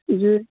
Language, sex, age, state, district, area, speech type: Urdu, male, 30-45, Bihar, Purnia, rural, conversation